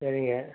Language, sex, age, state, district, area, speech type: Tamil, male, 45-60, Tamil Nadu, Coimbatore, rural, conversation